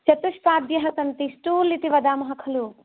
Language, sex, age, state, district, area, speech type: Sanskrit, female, 30-45, Andhra Pradesh, East Godavari, rural, conversation